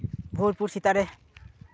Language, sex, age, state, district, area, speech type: Santali, male, 18-30, West Bengal, Purba Bardhaman, rural, spontaneous